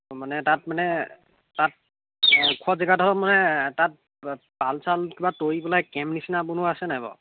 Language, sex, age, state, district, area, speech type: Assamese, male, 18-30, Assam, Golaghat, rural, conversation